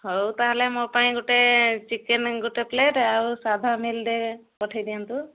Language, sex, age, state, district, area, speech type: Odia, female, 45-60, Odisha, Angul, rural, conversation